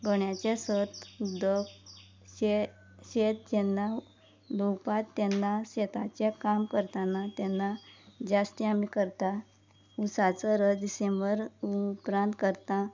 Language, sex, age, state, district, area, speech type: Goan Konkani, female, 30-45, Goa, Quepem, rural, spontaneous